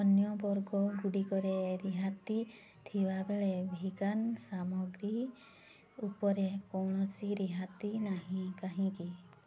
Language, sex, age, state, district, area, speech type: Odia, female, 18-30, Odisha, Mayurbhanj, rural, read